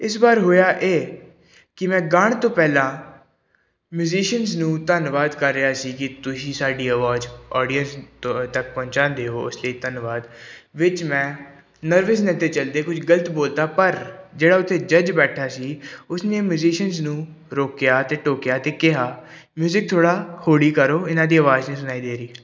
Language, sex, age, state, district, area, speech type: Punjabi, male, 18-30, Punjab, Pathankot, urban, spontaneous